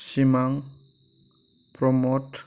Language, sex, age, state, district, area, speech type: Bodo, male, 30-45, Assam, Chirang, rural, spontaneous